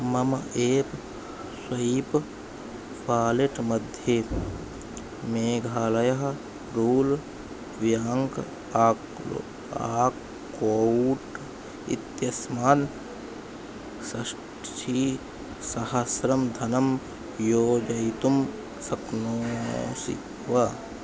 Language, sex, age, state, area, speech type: Sanskrit, male, 18-30, Uttar Pradesh, urban, read